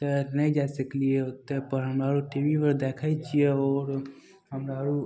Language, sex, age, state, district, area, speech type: Maithili, male, 18-30, Bihar, Madhepura, rural, spontaneous